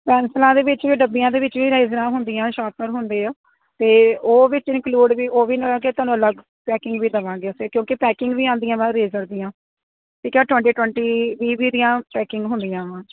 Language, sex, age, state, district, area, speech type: Punjabi, female, 30-45, Punjab, Kapurthala, urban, conversation